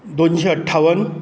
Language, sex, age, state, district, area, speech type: Goan Konkani, male, 60+, Goa, Canacona, rural, spontaneous